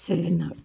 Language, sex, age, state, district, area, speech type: Telugu, female, 30-45, Telangana, Warangal, urban, spontaneous